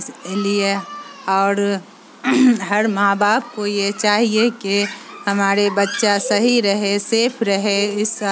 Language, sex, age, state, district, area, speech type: Urdu, female, 45-60, Bihar, Supaul, rural, spontaneous